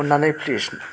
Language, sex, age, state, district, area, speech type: Bodo, male, 30-45, Assam, Chirang, rural, spontaneous